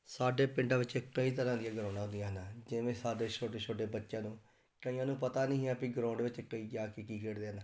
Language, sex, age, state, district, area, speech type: Punjabi, male, 30-45, Punjab, Tarn Taran, rural, spontaneous